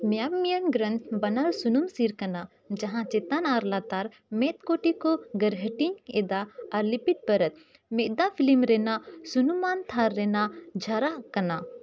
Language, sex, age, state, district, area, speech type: Santali, female, 18-30, Jharkhand, Bokaro, rural, read